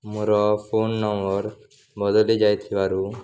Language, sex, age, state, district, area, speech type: Odia, male, 18-30, Odisha, Nuapada, rural, spontaneous